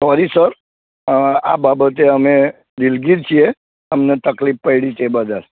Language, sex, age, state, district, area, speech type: Gujarati, male, 60+, Gujarat, Narmada, urban, conversation